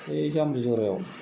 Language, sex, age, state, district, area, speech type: Bodo, male, 60+, Assam, Kokrajhar, rural, spontaneous